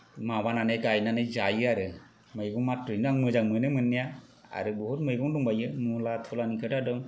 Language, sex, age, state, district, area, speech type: Bodo, male, 30-45, Assam, Kokrajhar, rural, spontaneous